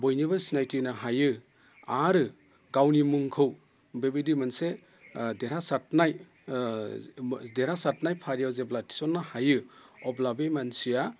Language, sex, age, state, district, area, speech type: Bodo, male, 30-45, Assam, Udalguri, rural, spontaneous